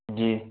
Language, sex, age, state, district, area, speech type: Urdu, male, 18-30, Uttar Pradesh, Saharanpur, urban, conversation